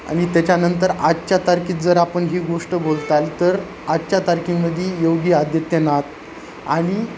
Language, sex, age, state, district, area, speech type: Marathi, male, 30-45, Maharashtra, Nanded, urban, spontaneous